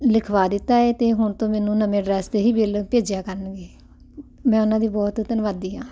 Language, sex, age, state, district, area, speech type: Punjabi, female, 45-60, Punjab, Ludhiana, urban, spontaneous